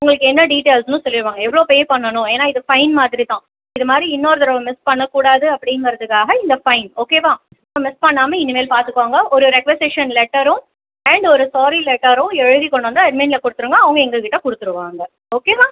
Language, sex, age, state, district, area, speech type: Tamil, female, 30-45, Tamil Nadu, Cuddalore, urban, conversation